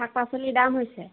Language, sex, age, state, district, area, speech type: Assamese, female, 45-60, Assam, Golaghat, rural, conversation